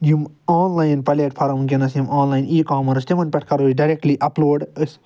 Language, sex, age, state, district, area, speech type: Kashmiri, male, 45-60, Jammu and Kashmir, Srinagar, urban, spontaneous